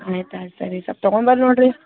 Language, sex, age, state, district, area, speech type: Kannada, female, 30-45, Karnataka, Gulbarga, urban, conversation